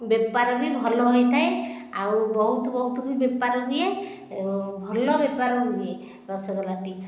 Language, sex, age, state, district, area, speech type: Odia, female, 45-60, Odisha, Khordha, rural, spontaneous